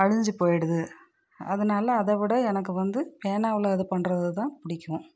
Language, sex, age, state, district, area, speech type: Tamil, female, 60+, Tamil Nadu, Dharmapuri, urban, spontaneous